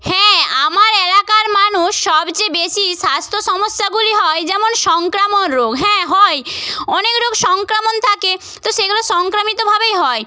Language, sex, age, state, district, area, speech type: Bengali, female, 30-45, West Bengal, Purba Medinipur, rural, spontaneous